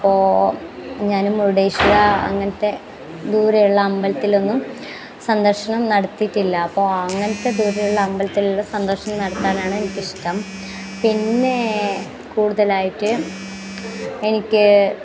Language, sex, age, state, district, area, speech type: Malayalam, female, 30-45, Kerala, Kasaragod, rural, spontaneous